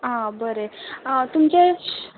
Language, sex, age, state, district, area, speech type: Goan Konkani, female, 45-60, Goa, Ponda, rural, conversation